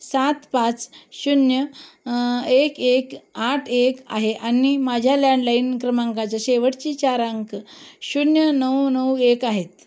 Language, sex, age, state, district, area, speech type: Marathi, female, 30-45, Maharashtra, Osmanabad, rural, read